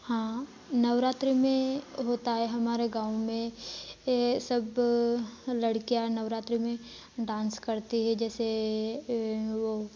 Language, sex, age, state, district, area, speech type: Hindi, female, 18-30, Madhya Pradesh, Ujjain, rural, spontaneous